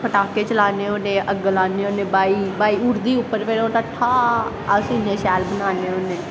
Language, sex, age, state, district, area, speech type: Dogri, female, 18-30, Jammu and Kashmir, Samba, rural, spontaneous